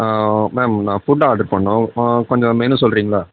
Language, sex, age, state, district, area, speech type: Tamil, male, 30-45, Tamil Nadu, Tiruvarur, rural, conversation